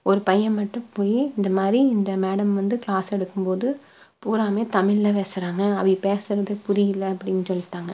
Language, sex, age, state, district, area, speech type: Tamil, female, 30-45, Tamil Nadu, Tiruppur, rural, spontaneous